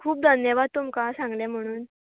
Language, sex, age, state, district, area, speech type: Goan Konkani, female, 18-30, Goa, Bardez, urban, conversation